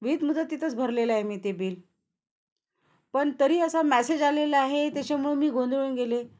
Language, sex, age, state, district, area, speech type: Marathi, female, 45-60, Maharashtra, Nanded, urban, spontaneous